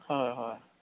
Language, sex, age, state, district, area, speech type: Assamese, male, 30-45, Assam, Golaghat, rural, conversation